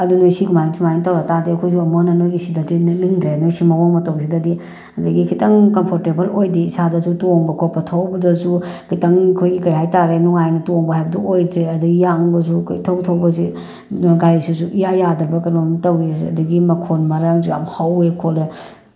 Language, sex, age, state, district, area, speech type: Manipuri, female, 30-45, Manipur, Bishnupur, rural, spontaneous